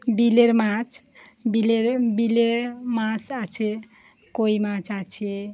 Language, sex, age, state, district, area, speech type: Bengali, female, 30-45, West Bengal, Birbhum, urban, spontaneous